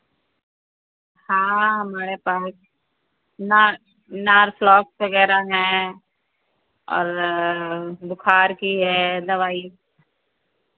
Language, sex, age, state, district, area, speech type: Hindi, female, 45-60, Uttar Pradesh, Sitapur, rural, conversation